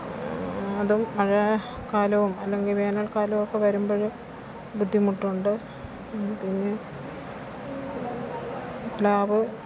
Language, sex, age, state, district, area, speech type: Malayalam, female, 60+, Kerala, Thiruvananthapuram, rural, spontaneous